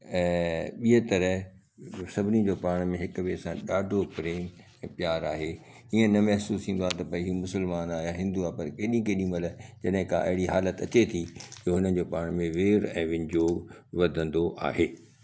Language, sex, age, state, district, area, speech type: Sindhi, male, 60+, Gujarat, Kutch, urban, spontaneous